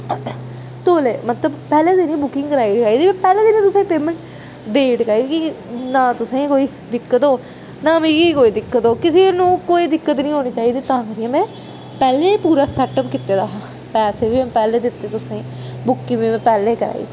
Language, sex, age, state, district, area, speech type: Dogri, female, 18-30, Jammu and Kashmir, Udhampur, urban, spontaneous